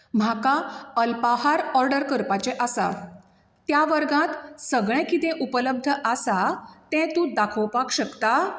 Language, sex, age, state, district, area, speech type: Goan Konkani, female, 30-45, Goa, Bardez, rural, read